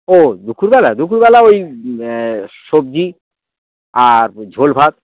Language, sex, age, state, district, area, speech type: Bengali, male, 60+, West Bengal, Dakshin Dinajpur, rural, conversation